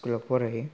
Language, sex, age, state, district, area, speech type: Bodo, male, 18-30, Assam, Kokrajhar, rural, spontaneous